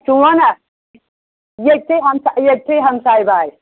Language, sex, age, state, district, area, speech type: Kashmiri, female, 60+, Jammu and Kashmir, Anantnag, rural, conversation